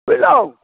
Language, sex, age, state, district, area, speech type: Maithili, male, 60+, Bihar, Muzaffarpur, rural, conversation